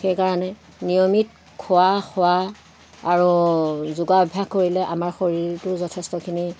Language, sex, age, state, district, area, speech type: Assamese, female, 60+, Assam, Golaghat, rural, spontaneous